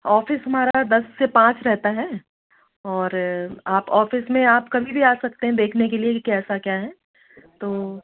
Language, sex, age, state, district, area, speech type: Hindi, female, 45-60, Madhya Pradesh, Jabalpur, urban, conversation